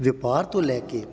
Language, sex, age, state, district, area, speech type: Punjabi, male, 45-60, Punjab, Patiala, urban, spontaneous